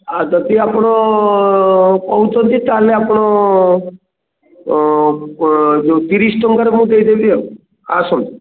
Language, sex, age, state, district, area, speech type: Odia, male, 45-60, Odisha, Kendrapara, urban, conversation